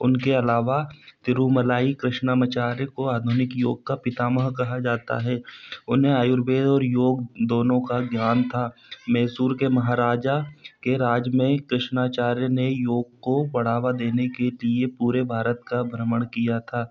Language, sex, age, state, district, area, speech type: Hindi, male, 18-30, Madhya Pradesh, Bhopal, urban, spontaneous